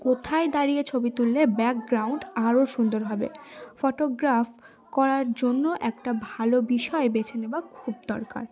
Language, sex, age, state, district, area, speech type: Bengali, female, 18-30, West Bengal, Cooch Behar, urban, spontaneous